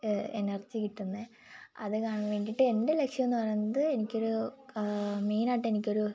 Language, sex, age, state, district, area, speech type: Malayalam, female, 18-30, Kerala, Kollam, rural, spontaneous